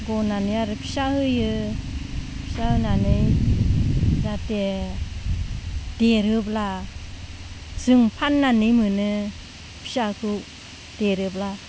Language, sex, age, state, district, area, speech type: Bodo, female, 45-60, Assam, Udalguri, rural, spontaneous